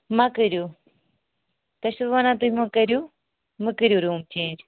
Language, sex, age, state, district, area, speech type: Kashmiri, female, 18-30, Jammu and Kashmir, Anantnag, rural, conversation